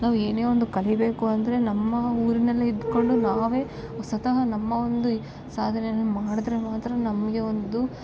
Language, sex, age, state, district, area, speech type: Kannada, female, 18-30, Karnataka, Bellary, rural, spontaneous